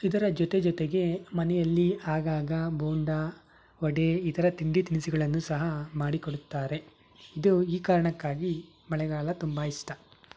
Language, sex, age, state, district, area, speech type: Kannada, male, 18-30, Karnataka, Tumkur, urban, spontaneous